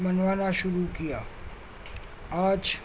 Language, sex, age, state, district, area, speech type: Urdu, male, 45-60, Delhi, New Delhi, urban, spontaneous